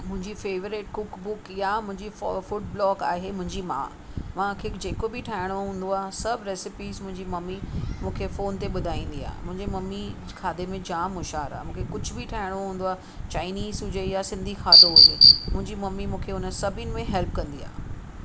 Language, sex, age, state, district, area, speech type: Sindhi, female, 45-60, Maharashtra, Mumbai Suburban, urban, spontaneous